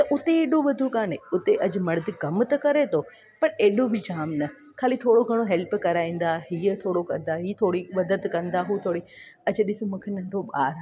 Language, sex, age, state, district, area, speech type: Sindhi, female, 18-30, Gujarat, Junagadh, rural, spontaneous